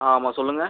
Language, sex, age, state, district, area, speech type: Tamil, male, 18-30, Tamil Nadu, Pudukkottai, rural, conversation